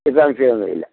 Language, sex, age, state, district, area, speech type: Malayalam, male, 60+, Kerala, Pathanamthitta, rural, conversation